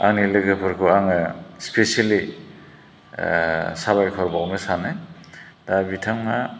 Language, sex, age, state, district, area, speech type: Bodo, male, 60+, Assam, Chirang, urban, spontaneous